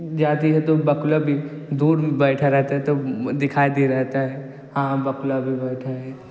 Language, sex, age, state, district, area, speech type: Hindi, male, 18-30, Uttar Pradesh, Jaunpur, urban, spontaneous